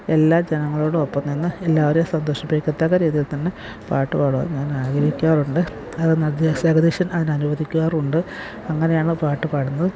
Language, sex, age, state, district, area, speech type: Malayalam, female, 45-60, Kerala, Pathanamthitta, rural, spontaneous